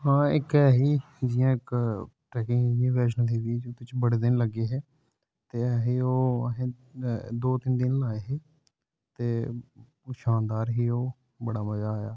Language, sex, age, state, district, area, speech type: Dogri, male, 18-30, Jammu and Kashmir, Samba, rural, spontaneous